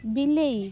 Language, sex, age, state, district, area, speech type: Odia, female, 18-30, Odisha, Kendrapara, urban, read